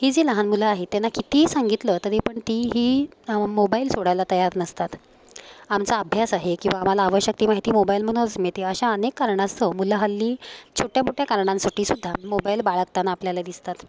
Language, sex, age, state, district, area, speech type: Marathi, female, 45-60, Maharashtra, Palghar, urban, spontaneous